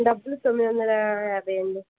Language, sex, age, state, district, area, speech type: Telugu, female, 60+, Andhra Pradesh, Krishna, urban, conversation